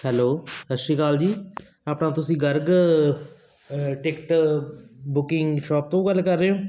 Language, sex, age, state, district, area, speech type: Punjabi, male, 30-45, Punjab, Barnala, rural, spontaneous